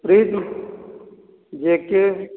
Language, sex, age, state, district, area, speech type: Hindi, male, 60+, Uttar Pradesh, Ayodhya, rural, conversation